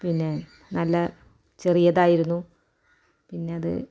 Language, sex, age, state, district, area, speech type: Malayalam, female, 45-60, Kerala, Malappuram, rural, spontaneous